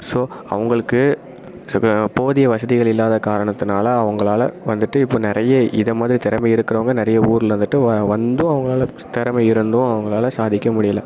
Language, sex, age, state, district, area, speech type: Tamil, male, 18-30, Tamil Nadu, Perambalur, rural, spontaneous